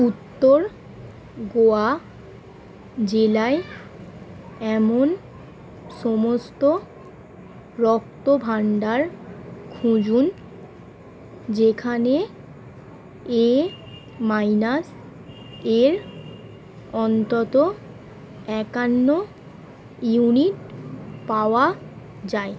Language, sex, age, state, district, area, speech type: Bengali, female, 18-30, West Bengal, Howrah, urban, read